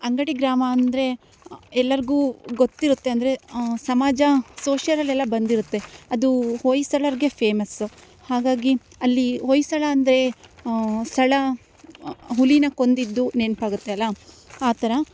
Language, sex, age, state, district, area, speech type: Kannada, female, 18-30, Karnataka, Chikkamagaluru, rural, spontaneous